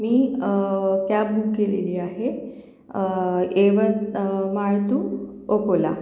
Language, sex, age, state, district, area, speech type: Marathi, female, 18-30, Maharashtra, Akola, urban, spontaneous